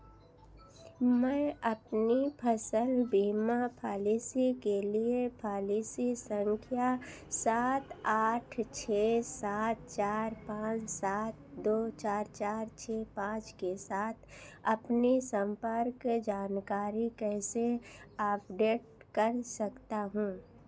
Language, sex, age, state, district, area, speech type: Hindi, female, 60+, Uttar Pradesh, Ayodhya, urban, read